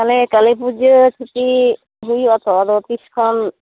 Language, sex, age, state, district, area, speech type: Santali, female, 45-60, West Bengal, Bankura, rural, conversation